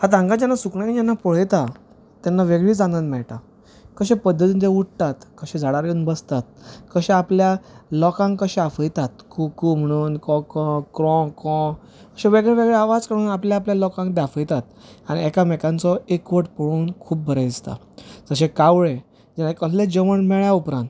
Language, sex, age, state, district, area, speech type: Goan Konkani, male, 30-45, Goa, Bardez, rural, spontaneous